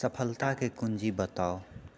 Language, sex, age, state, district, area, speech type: Maithili, male, 30-45, Bihar, Purnia, rural, read